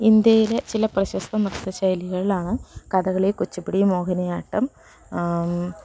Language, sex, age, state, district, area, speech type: Malayalam, female, 30-45, Kerala, Malappuram, rural, spontaneous